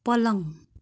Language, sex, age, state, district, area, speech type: Nepali, female, 30-45, West Bengal, Kalimpong, rural, read